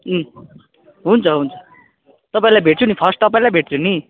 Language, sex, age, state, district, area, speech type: Nepali, male, 18-30, West Bengal, Kalimpong, rural, conversation